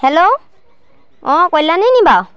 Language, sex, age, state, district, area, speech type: Assamese, female, 30-45, Assam, Lakhimpur, rural, spontaneous